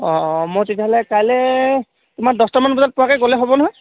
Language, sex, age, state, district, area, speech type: Assamese, male, 18-30, Assam, Sivasagar, rural, conversation